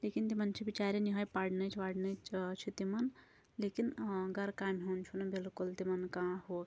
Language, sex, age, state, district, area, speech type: Kashmiri, female, 30-45, Jammu and Kashmir, Shopian, rural, spontaneous